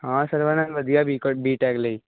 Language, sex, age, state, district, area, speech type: Punjabi, male, 18-30, Punjab, Hoshiarpur, urban, conversation